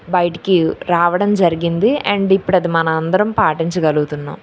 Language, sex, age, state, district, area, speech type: Telugu, female, 18-30, Andhra Pradesh, Anakapalli, rural, spontaneous